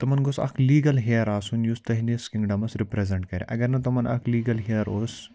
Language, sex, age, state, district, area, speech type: Kashmiri, male, 18-30, Jammu and Kashmir, Ganderbal, rural, spontaneous